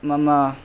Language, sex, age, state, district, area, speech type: Sanskrit, male, 18-30, Karnataka, Bangalore Urban, rural, spontaneous